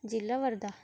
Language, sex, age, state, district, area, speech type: Marathi, female, 18-30, Maharashtra, Wardha, rural, spontaneous